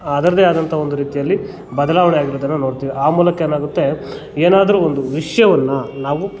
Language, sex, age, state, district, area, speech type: Kannada, male, 30-45, Karnataka, Kolar, rural, spontaneous